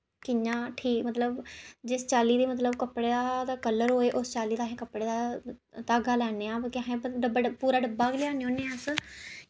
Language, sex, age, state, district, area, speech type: Dogri, female, 18-30, Jammu and Kashmir, Samba, rural, spontaneous